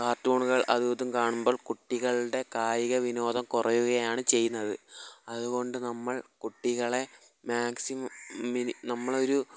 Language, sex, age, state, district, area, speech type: Malayalam, male, 18-30, Kerala, Kollam, rural, spontaneous